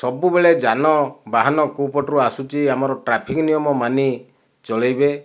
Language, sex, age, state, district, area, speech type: Odia, male, 60+, Odisha, Kandhamal, rural, spontaneous